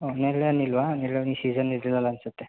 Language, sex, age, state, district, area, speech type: Kannada, male, 18-30, Karnataka, Bagalkot, rural, conversation